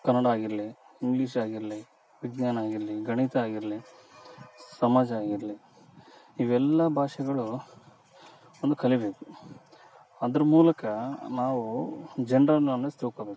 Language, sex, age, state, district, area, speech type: Kannada, male, 30-45, Karnataka, Vijayanagara, rural, spontaneous